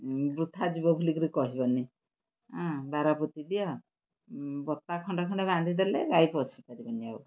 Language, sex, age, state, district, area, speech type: Odia, female, 60+, Odisha, Kendrapara, urban, spontaneous